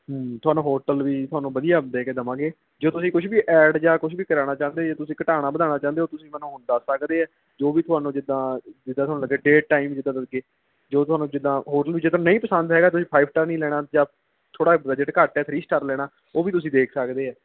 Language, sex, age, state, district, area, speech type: Punjabi, male, 18-30, Punjab, Kapurthala, urban, conversation